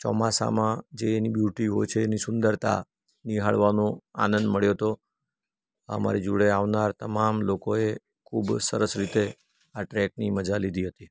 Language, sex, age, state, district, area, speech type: Gujarati, male, 45-60, Gujarat, Surat, rural, spontaneous